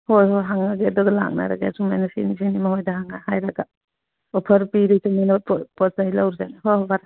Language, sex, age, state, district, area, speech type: Manipuri, female, 45-60, Manipur, Churachandpur, urban, conversation